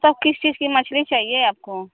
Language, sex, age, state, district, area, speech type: Hindi, female, 45-60, Uttar Pradesh, Mau, rural, conversation